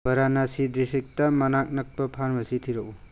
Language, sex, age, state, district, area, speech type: Manipuri, male, 18-30, Manipur, Tengnoupal, rural, read